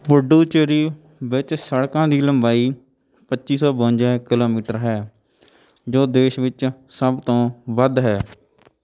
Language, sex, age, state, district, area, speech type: Punjabi, male, 18-30, Punjab, Shaheed Bhagat Singh Nagar, urban, read